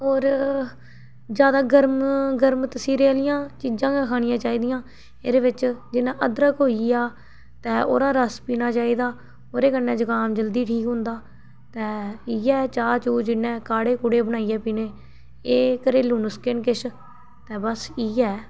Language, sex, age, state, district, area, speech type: Dogri, female, 18-30, Jammu and Kashmir, Reasi, rural, spontaneous